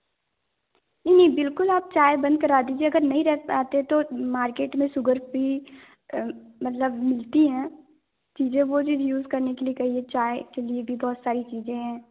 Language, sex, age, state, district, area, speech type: Hindi, female, 18-30, Madhya Pradesh, Balaghat, rural, conversation